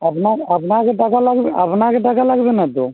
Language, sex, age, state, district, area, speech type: Bengali, male, 30-45, West Bengal, Uttar Dinajpur, urban, conversation